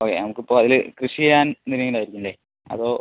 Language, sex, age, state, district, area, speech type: Malayalam, male, 30-45, Kerala, Palakkad, urban, conversation